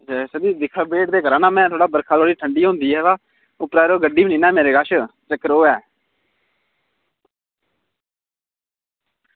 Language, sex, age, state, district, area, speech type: Dogri, male, 30-45, Jammu and Kashmir, Udhampur, rural, conversation